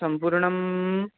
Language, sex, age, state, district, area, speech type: Sanskrit, male, 18-30, Maharashtra, Chandrapur, rural, conversation